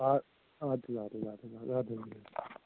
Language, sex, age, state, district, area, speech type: Kashmiri, male, 18-30, Jammu and Kashmir, Srinagar, urban, conversation